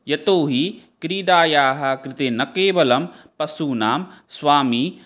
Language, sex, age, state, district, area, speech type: Sanskrit, male, 18-30, Assam, Barpeta, rural, spontaneous